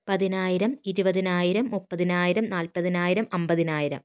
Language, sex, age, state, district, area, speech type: Malayalam, female, 60+, Kerala, Kozhikode, rural, spontaneous